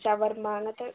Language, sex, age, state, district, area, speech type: Malayalam, female, 18-30, Kerala, Wayanad, rural, conversation